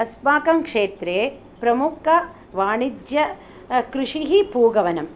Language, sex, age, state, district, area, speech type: Sanskrit, female, 45-60, Karnataka, Hassan, rural, spontaneous